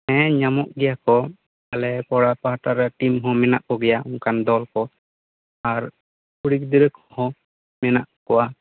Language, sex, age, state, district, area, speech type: Santali, male, 18-30, West Bengal, Bankura, rural, conversation